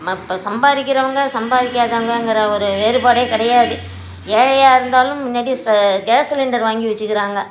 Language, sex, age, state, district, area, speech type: Tamil, female, 60+, Tamil Nadu, Nagapattinam, rural, spontaneous